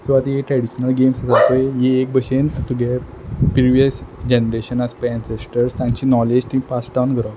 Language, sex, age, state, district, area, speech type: Goan Konkani, male, 18-30, Goa, Quepem, rural, spontaneous